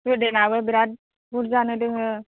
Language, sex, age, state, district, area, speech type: Bodo, female, 18-30, Assam, Udalguri, rural, conversation